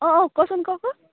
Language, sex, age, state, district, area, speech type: Assamese, female, 18-30, Assam, Dibrugarh, rural, conversation